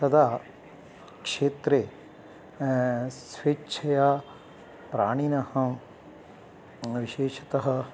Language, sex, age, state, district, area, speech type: Sanskrit, male, 60+, Karnataka, Uttara Kannada, urban, spontaneous